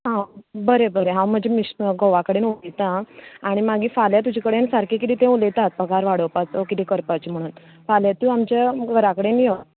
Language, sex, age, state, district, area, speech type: Goan Konkani, female, 18-30, Goa, Canacona, rural, conversation